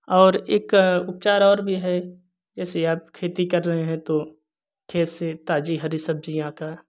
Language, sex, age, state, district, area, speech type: Hindi, male, 30-45, Uttar Pradesh, Jaunpur, rural, spontaneous